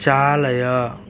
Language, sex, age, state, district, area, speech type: Sanskrit, male, 18-30, West Bengal, Cooch Behar, rural, read